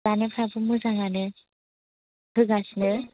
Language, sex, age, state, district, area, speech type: Bodo, female, 30-45, Assam, Chirang, rural, conversation